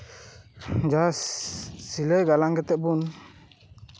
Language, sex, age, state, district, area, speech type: Santali, male, 18-30, West Bengal, Paschim Bardhaman, rural, spontaneous